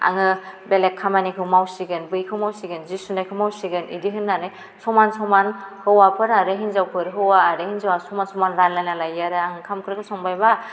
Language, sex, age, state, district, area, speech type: Bodo, female, 18-30, Assam, Baksa, rural, spontaneous